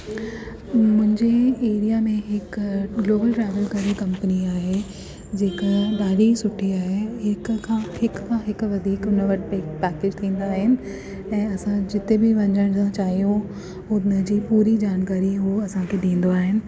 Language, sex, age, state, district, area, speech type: Sindhi, female, 30-45, Delhi, South Delhi, urban, spontaneous